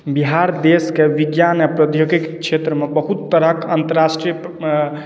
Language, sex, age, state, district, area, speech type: Maithili, male, 30-45, Bihar, Madhubani, urban, spontaneous